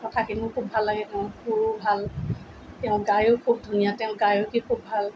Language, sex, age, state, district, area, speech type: Assamese, female, 45-60, Assam, Tinsukia, rural, spontaneous